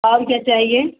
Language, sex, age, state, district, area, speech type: Hindi, female, 60+, Uttar Pradesh, Azamgarh, rural, conversation